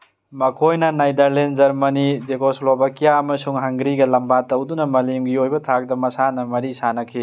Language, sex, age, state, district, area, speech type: Manipuri, male, 18-30, Manipur, Tengnoupal, rural, read